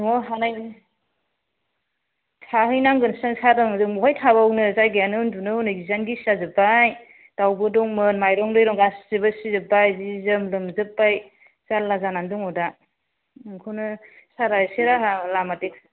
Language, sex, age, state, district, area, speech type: Bodo, female, 30-45, Assam, Kokrajhar, rural, conversation